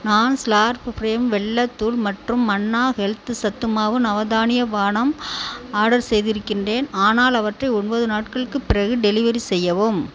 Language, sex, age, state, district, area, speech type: Tamil, female, 45-60, Tamil Nadu, Tiruchirappalli, rural, read